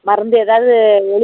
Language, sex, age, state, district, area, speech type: Tamil, female, 45-60, Tamil Nadu, Thoothukudi, rural, conversation